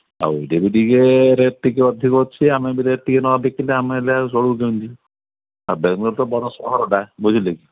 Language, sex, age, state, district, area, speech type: Odia, male, 60+, Odisha, Gajapati, rural, conversation